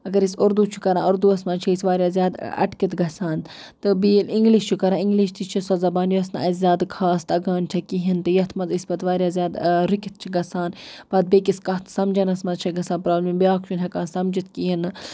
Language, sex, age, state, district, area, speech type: Kashmiri, female, 18-30, Jammu and Kashmir, Budgam, rural, spontaneous